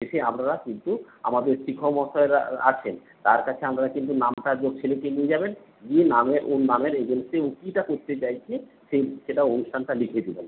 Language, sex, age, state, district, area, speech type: Bengali, male, 45-60, West Bengal, Paschim Medinipur, rural, conversation